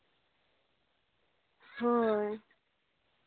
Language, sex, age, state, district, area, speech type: Santali, female, 18-30, Jharkhand, Seraikela Kharsawan, rural, conversation